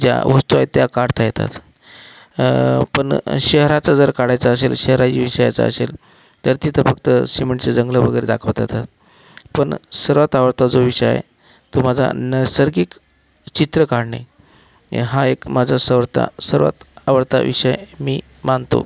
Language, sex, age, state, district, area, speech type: Marathi, male, 45-60, Maharashtra, Akola, rural, spontaneous